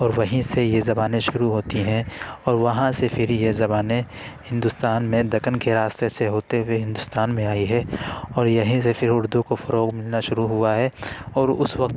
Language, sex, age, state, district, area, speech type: Urdu, male, 60+, Uttar Pradesh, Lucknow, rural, spontaneous